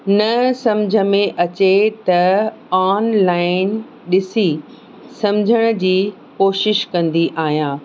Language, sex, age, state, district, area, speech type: Sindhi, female, 18-30, Uttar Pradesh, Lucknow, urban, spontaneous